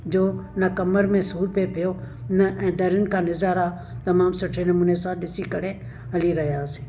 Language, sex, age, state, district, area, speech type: Sindhi, female, 60+, Maharashtra, Thane, urban, spontaneous